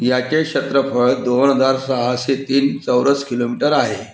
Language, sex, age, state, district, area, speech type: Marathi, male, 45-60, Maharashtra, Wardha, urban, read